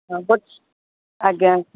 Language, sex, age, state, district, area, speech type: Odia, female, 45-60, Odisha, Sundergarh, rural, conversation